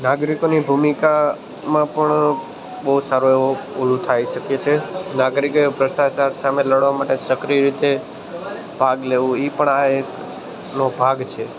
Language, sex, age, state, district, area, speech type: Gujarati, male, 18-30, Gujarat, Junagadh, urban, spontaneous